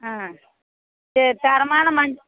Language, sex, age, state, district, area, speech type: Tamil, female, 45-60, Tamil Nadu, Tiruvannamalai, rural, conversation